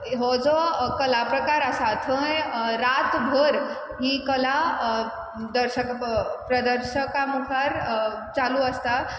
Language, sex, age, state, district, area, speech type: Goan Konkani, female, 18-30, Goa, Quepem, rural, spontaneous